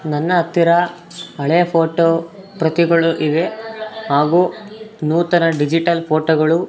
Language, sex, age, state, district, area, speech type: Kannada, male, 18-30, Karnataka, Davanagere, rural, spontaneous